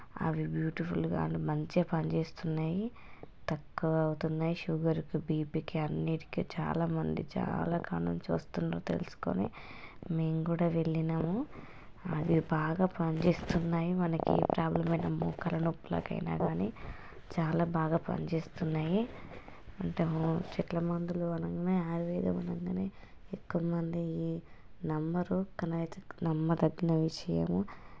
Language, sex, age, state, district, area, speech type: Telugu, female, 30-45, Telangana, Hanamkonda, rural, spontaneous